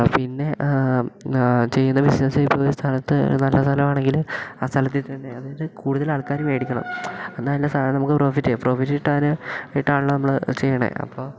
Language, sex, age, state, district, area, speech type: Malayalam, male, 18-30, Kerala, Idukki, rural, spontaneous